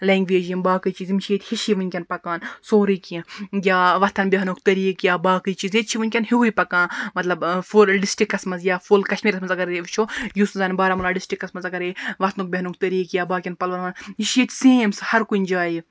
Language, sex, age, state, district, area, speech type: Kashmiri, female, 30-45, Jammu and Kashmir, Baramulla, rural, spontaneous